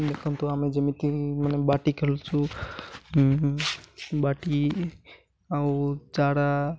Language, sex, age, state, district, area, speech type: Odia, male, 18-30, Odisha, Malkangiri, urban, spontaneous